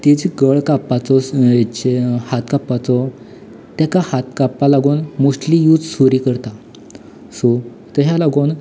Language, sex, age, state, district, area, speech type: Goan Konkani, male, 18-30, Goa, Canacona, rural, spontaneous